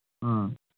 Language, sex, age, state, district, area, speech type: Manipuri, male, 18-30, Manipur, Kangpokpi, urban, conversation